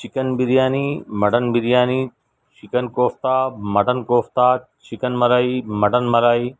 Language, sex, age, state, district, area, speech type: Urdu, male, 45-60, Telangana, Hyderabad, urban, spontaneous